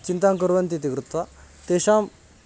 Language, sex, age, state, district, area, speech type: Sanskrit, male, 18-30, Karnataka, Haveri, urban, spontaneous